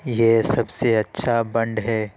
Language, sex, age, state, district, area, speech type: Urdu, male, 60+, Uttar Pradesh, Lucknow, rural, read